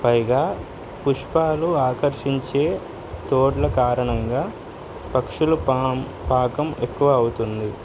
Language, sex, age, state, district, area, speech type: Telugu, male, 18-30, Telangana, Suryapet, urban, spontaneous